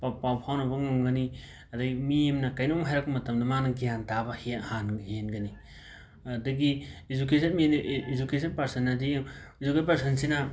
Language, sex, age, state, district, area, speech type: Manipuri, male, 18-30, Manipur, Imphal West, rural, spontaneous